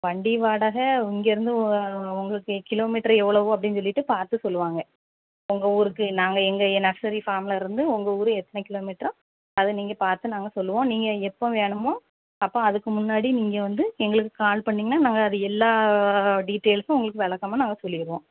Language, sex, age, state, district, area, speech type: Tamil, female, 30-45, Tamil Nadu, Thoothukudi, rural, conversation